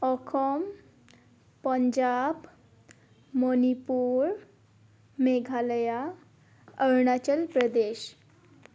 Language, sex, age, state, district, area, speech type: Assamese, female, 18-30, Assam, Biswanath, rural, spontaneous